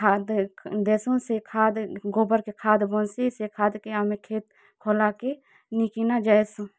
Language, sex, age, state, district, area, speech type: Odia, female, 45-60, Odisha, Kalahandi, rural, spontaneous